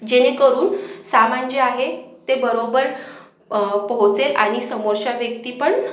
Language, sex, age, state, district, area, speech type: Marathi, female, 18-30, Maharashtra, Akola, urban, spontaneous